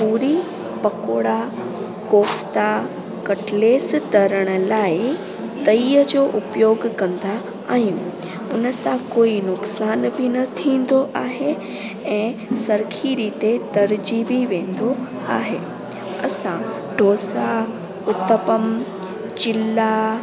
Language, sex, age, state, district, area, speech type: Sindhi, female, 18-30, Gujarat, Junagadh, rural, spontaneous